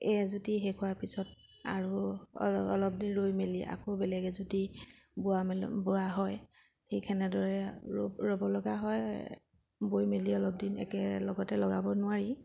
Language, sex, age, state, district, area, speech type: Assamese, female, 30-45, Assam, Sivasagar, urban, spontaneous